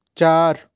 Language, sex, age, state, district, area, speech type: Hindi, male, 30-45, Madhya Pradesh, Bhopal, urban, read